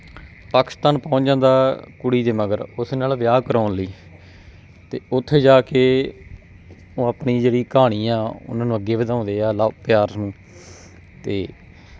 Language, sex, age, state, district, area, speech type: Punjabi, male, 30-45, Punjab, Bathinda, rural, spontaneous